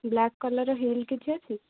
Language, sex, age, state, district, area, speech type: Odia, female, 18-30, Odisha, Cuttack, urban, conversation